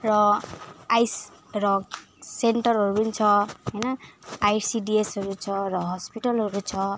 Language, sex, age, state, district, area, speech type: Nepali, female, 18-30, West Bengal, Alipurduar, urban, spontaneous